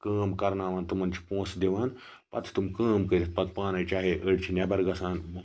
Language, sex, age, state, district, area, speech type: Kashmiri, male, 18-30, Jammu and Kashmir, Baramulla, rural, spontaneous